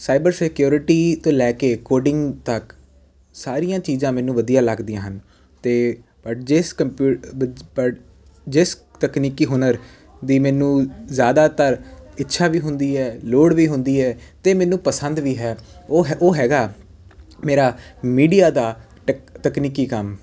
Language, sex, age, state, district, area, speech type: Punjabi, male, 18-30, Punjab, Jalandhar, urban, spontaneous